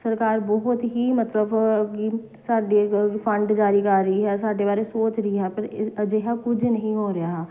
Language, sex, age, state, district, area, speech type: Punjabi, female, 30-45, Punjab, Amritsar, urban, spontaneous